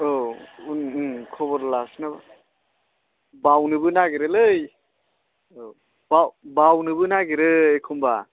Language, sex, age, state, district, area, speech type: Bodo, male, 18-30, Assam, Chirang, rural, conversation